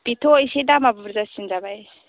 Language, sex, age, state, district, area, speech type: Bodo, female, 30-45, Assam, Kokrajhar, rural, conversation